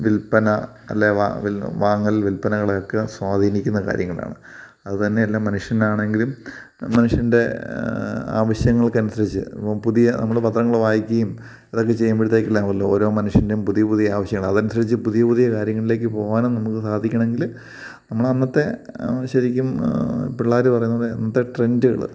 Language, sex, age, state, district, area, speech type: Malayalam, male, 30-45, Kerala, Kottayam, rural, spontaneous